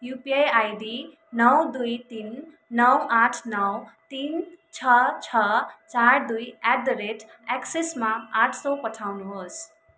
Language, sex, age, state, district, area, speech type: Nepali, female, 30-45, West Bengal, Kalimpong, rural, read